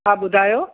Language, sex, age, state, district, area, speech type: Sindhi, female, 60+, Uttar Pradesh, Lucknow, rural, conversation